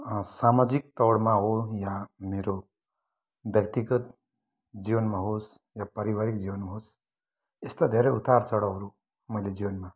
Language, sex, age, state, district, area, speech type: Nepali, male, 45-60, West Bengal, Kalimpong, rural, spontaneous